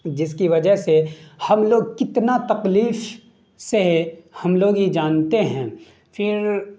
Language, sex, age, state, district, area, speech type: Urdu, male, 18-30, Bihar, Darbhanga, rural, spontaneous